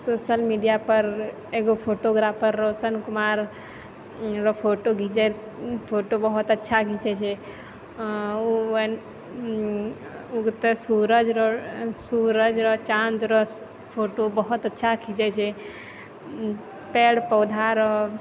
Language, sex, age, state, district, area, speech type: Maithili, female, 18-30, Bihar, Purnia, rural, spontaneous